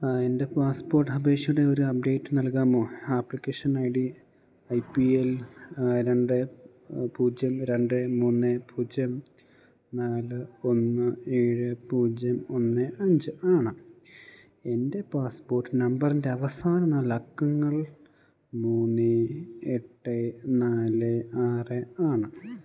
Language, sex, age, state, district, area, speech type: Malayalam, male, 18-30, Kerala, Idukki, rural, read